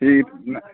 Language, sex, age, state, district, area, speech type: Dogri, male, 18-30, Jammu and Kashmir, Kathua, rural, conversation